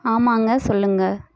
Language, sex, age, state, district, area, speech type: Tamil, female, 30-45, Tamil Nadu, Madurai, urban, read